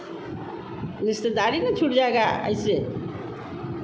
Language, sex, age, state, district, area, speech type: Hindi, female, 60+, Bihar, Vaishali, urban, spontaneous